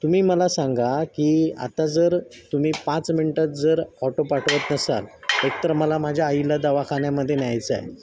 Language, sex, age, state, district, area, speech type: Marathi, male, 30-45, Maharashtra, Sindhudurg, rural, spontaneous